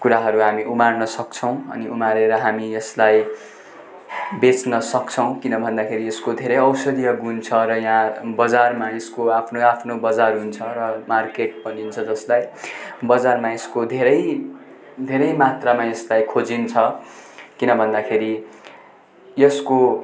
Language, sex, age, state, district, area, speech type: Nepali, male, 18-30, West Bengal, Darjeeling, rural, spontaneous